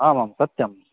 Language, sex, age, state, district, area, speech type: Sanskrit, male, 18-30, West Bengal, Purba Bardhaman, rural, conversation